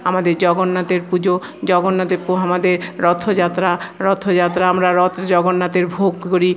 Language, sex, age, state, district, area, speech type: Bengali, female, 45-60, West Bengal, Paschim Bardhaman, urban, spontaneous